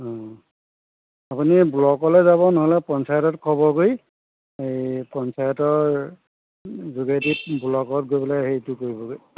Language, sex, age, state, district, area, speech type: Assamese, male, 45-60, Assam, Majuli, rural, conversation